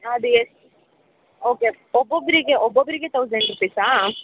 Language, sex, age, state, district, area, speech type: Kannada, female, 18-30, Karnataka, Chitradurga, rural, conversation